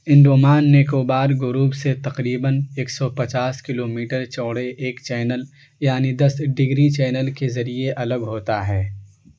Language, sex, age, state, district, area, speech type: Urdu, male, 18-30, Uttar Pradesh, Saharanpur, urban, read